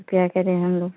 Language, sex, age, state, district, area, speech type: Hindi, female, 30-45, Uttar Pradesh, Jaunpur, rural, conversation